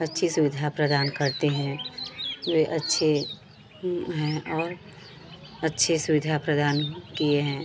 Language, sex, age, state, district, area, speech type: Hindi, female, 30-45, Uttar Pradesh, Chandauli, rural, spontaneous